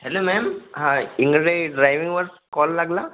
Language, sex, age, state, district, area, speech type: Marathi, male, 18-30, Maharashtra, Akola, rural, conversation